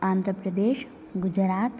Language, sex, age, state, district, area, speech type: Sanskrit, female, 18-30, Karnataka, Uttara Kannada, urban, spontaneous